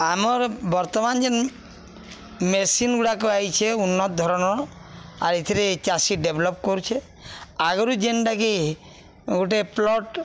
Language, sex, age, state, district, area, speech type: Odia, male, 45-60, Odisha, Balangir, urban, spontaneous